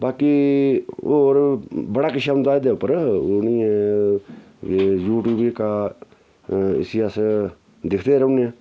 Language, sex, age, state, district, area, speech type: Dogri, male, 45-60, Jammu and Kashmir, Udhampur, rural, spontaneous